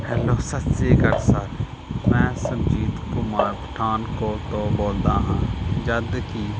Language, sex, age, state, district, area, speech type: Punjabi, male, 30-45, Punjab, Pathankot, rural, spontaneous